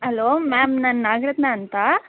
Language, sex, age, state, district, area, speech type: Kannada, female, 18-30, Karnataka, Ramanagara, rural, conversation